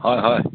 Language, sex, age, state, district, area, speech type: Assamese, male, 45-60, Assam, Sivasagar, rural, conversation